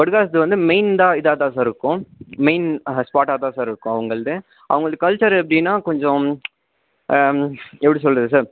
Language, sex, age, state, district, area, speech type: Tamil, male, 18-30, Tamil Nadu, Nilgiris, urban, conversation